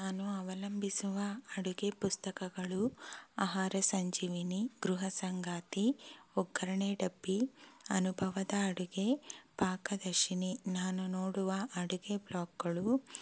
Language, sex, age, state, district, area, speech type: Kannada, female, 18-30, Karnataka, Shimoga, urban, spontaneous